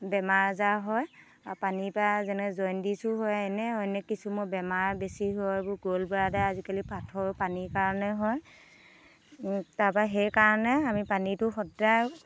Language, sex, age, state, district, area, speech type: Assamese, female, 30-45, Assam, Dhemaji, rural, spontaneous